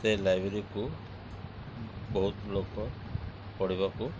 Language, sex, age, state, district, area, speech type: Odia, male, 60+, Odisha, Sundergarh, urban, spontaneous